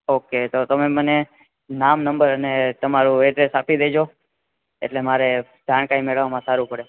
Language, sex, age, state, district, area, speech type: Gujarati, male, 18-30, Gujarat, Ahmedabad, urban, conversation